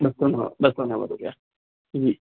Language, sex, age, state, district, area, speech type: Sindhi, male, 30-45, Gujarat, Kutch, urban, conversation